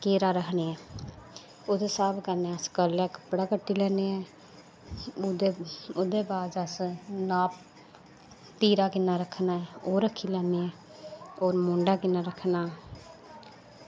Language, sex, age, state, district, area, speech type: Dogri, female, 30-45, Jammu and Kashmir, Samba, rural, spontaneous